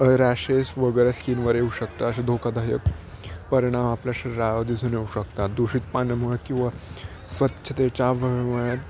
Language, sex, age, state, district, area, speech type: Marathi, male, 18-30, Maharashtra, Nashik, urban, spontaneous